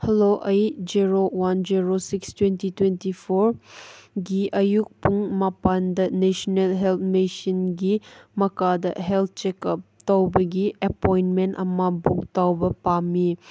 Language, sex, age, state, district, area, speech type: Manipuri, female, 18-30, Manipur, Kangpokpi, urban, read